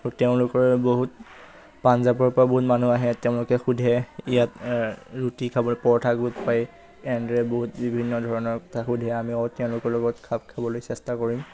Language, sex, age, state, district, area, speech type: Assamese, male, 18-30, Assam, Majuli, urban, spontaneous